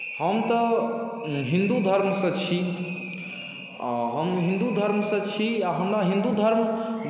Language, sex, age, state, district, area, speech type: Maithili, male, 18-30, Bihar, Saharsa, rural, spontaneous